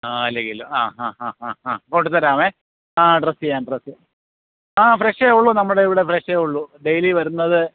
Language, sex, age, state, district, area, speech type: Malayalam, male, 45-60, Kerala, Alappuzha, urban, conversation